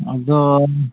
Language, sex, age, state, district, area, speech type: Manipuri, male, 45-60, Manipur, Imphal East, rural, conversation